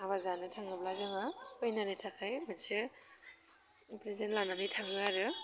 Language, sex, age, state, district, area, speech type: Bodo, female, 30-45, Assam, Udalguri, urban, spontaneous